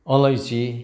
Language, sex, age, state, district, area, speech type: Nepali, male, 60+, West Bengal, Kalimpong, rural, spontaneous